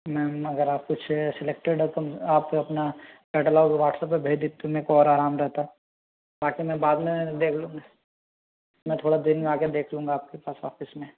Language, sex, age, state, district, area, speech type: Hindi, male, 60+, Madhya Pradesh, Bhopal, urban, conversation